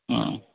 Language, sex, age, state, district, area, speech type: Bodo, male, 60+, Assam, Udalguri, urban, conversation